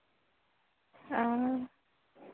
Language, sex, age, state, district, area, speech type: Dogri, female, 18-30, Jammu and Kashmir, Reasi, rural, conversation